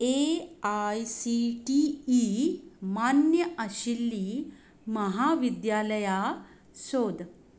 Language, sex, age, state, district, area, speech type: Goan Konkani, female, 30-45, Goa, Quepem, rural, read